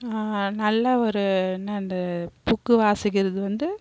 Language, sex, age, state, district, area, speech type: Tamil, female, 30-45, Tamil Nadu, Kallakurichi, rural, spontaneous